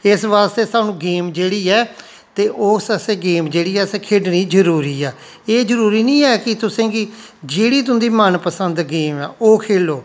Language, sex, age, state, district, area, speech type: Dogri, male, 45-60, Jammu and Kashmir, Jammu, rural, spontaneous